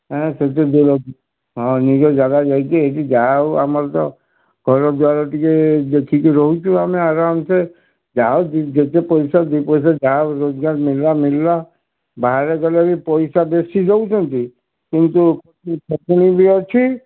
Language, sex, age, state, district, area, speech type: Odia, male, 60+, Odisha, Sundergarh, rural, conversation